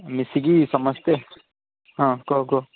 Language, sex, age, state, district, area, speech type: Odia, male, 18-30, Odisha, Puri, urban, conversation